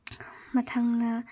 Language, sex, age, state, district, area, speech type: Manipuri, female, 18-30, Manipur, Chandel, rural, spontaneous